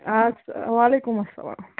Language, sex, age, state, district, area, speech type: Kashmiri, female, 45-60, Jammu and Kashmir, Ganderbal, rural, conversation